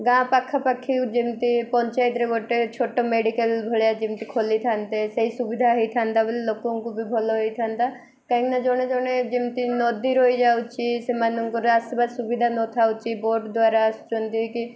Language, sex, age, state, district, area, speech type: Odia, female, 18-30, Odisha, Koraput, urban, spontaneous